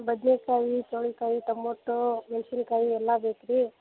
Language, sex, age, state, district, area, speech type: Kannada, female, 18-30, Karnataka, Gadag, rural, conversation